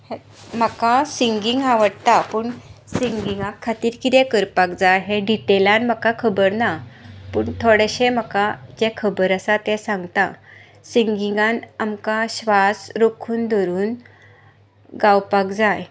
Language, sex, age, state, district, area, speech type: Goan Konkani, female, 45-60, Goa, Tiswadi, rural, spontaneous